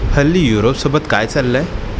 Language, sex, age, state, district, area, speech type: Marathi, male, 18-30, Maharashtra, Mumbai Suburban, urban, read